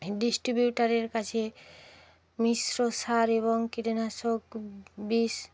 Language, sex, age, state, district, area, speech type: Bengali, female, 45-60, West Bengal, Hooghly, urban, spontaneous